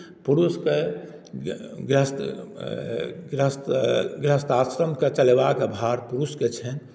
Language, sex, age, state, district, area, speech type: Maithili, male, 60+, Bihar, Madhubani, rural, spontaneous